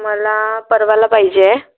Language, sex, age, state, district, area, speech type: Marathi, female, 30-45, Maharashtra, Wardha, rural, conversation